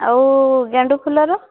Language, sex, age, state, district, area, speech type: Odia, female, 18-30, Odisha, Mayurbhanj, rural, conversation